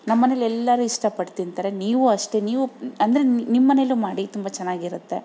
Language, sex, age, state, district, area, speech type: Kannada, female, 30-45, Karnataka, Bangalore Rural, rural, spontaneous